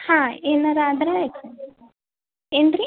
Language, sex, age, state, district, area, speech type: Kannada, female, 18-30, Karnataka, Belgaum, rural, conversation